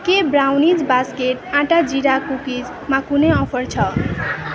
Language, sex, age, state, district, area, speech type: Nepali, female, 18-30, West Bengal, Darjeeling, rural, read